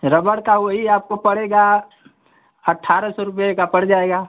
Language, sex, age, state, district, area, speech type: Hindi, male, 45-60, Uttar Pradesh, Mau, urban, conversation